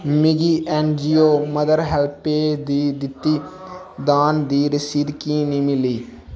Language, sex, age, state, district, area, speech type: Dogri, male, 18-30, Jammu and Kashmir, Kathua, rural, read